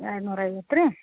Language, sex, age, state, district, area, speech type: Kannada, female, 60+, Karnataka, Belgaum, rural, conversation